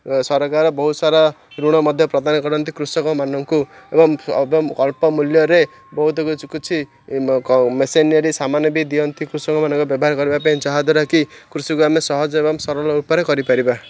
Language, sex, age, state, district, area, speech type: Odia, male, 30-45, Odisha, Ganjam, urban, spontaneous